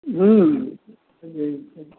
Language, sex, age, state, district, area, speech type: Maithili, male, 60+, Bihar, Supaul, rural, conversation